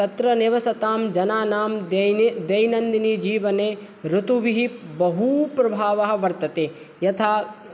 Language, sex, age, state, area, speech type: Sanskrit, male, 18-30, Madhya Pradesh, rural, spontaneous